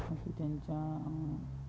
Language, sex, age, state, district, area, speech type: Marathi, male, 30-45, Maharashtra, Hingoli, urban, spontaneous